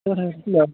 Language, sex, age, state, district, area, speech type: Assamese, male, 18-30, Assam, Sivasagar, rural, conversation